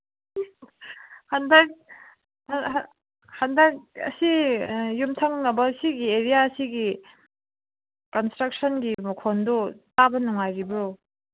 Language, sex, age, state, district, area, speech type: Manipuri, female, 18-30, Manipur, Kangpokpi, urban, conversation